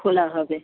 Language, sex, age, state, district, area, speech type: Bengali, female, 60+, West Bengal, Nadia, rural, conversation